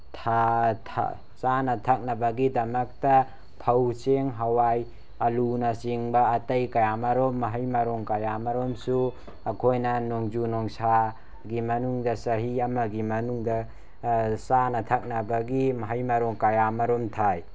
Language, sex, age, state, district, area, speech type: Manipuri, male, 18-30, Manipur, Tengnoupal, rural, spontaneous